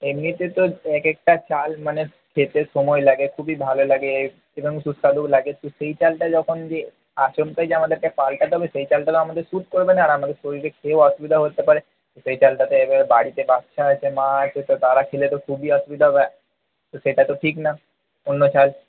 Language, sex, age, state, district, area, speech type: Bengali, male, 30-45, West Bengal, Purba Bardhaman, urban, conversation